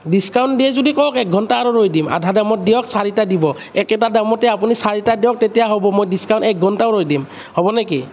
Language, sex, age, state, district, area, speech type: Assamese, male, 30-45, Assam, Kamrup Metropolitan, urban, spontaneous